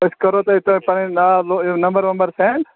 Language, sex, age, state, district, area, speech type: Kashmiri, male, 30-45, Jammu and Kashmir, Srinagar, urban, conversation